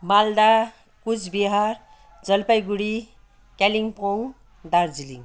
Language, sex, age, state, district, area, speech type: Nepali, female, 60+, West Bengal, Kalimpong, rural, spontaneous